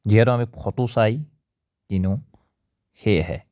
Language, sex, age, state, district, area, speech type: Assamese, male, 30-45, Assam, Biswanath, rural, spontaneous